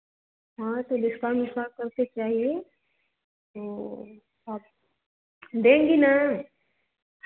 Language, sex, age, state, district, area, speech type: Hindi, female, 30-45, Uttar Pradesh, Varanasi, rural, conversation